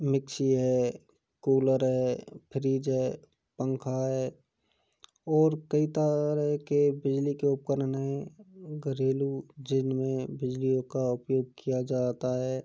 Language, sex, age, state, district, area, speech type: Hindi, male, 60+, Rajasthan, Karauli, rural, spontaneous